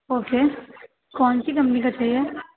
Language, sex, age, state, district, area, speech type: Urdu, female, 18-30, Uttar Pradesh, Gautam Buddha Nagar, rural, conversation